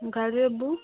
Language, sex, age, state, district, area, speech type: Odia, female, 30-45, Odisha, Subarnapur, urban, conversation